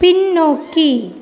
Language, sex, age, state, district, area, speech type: Tamil, female, 30-45, Tamil Nadu, Thoothukudi, rural, read